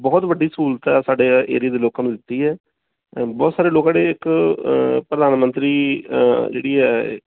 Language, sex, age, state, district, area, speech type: Punjabi, male, 45-60, Punjab, Bathinda, urban, conversation